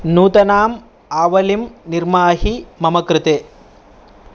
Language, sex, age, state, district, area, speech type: Sanskrit, male, 30-45, Telangana, Ranga Reddy, urban, read